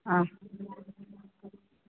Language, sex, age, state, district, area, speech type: Telugu, female, 60+, Andhra Pradesh, Anantapur, urban, conversation